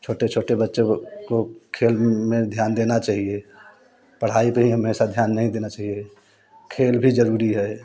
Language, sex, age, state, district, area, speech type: Hindi, male, 30-45, Uttar Pradesh, Prayagraj, rural, spontaneous